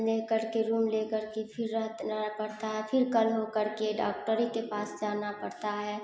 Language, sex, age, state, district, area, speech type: Hindi, female, 18-30, Bihar, Samastipur, rural, spontaneous